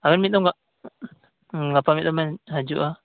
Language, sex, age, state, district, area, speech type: Santali, male, 18-30, West Bengal, Birbhum, rural, conversation